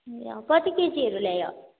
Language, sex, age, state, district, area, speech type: Nepali, female, 18-30, West Bengal, Kalimpong, rural, conversation